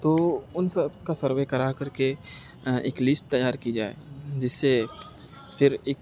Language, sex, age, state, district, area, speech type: Urdu, male, 45-60, Uttar Pradesh, Aligarh, urban, spontaneous